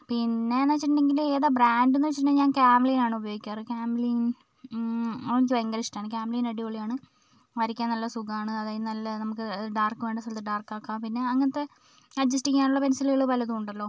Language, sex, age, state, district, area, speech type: Malayalam, female, 18-30, Kerala, Wayanad, rural, spontaneous